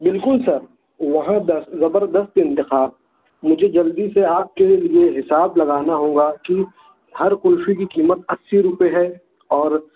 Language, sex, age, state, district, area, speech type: Urdu, male, 30-45, Maharashtra, Nashik, rural, conversation